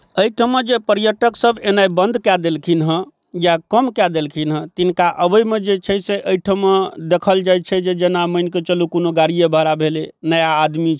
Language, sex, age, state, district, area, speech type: Maithili, male, 45-60, Bihar, Darbhanga, rural, spontaneous